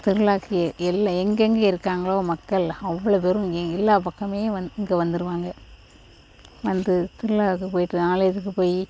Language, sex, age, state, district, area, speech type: Tamil, female, 45-60, Tamil Nadu, Thoothukudi, rural, spontaneous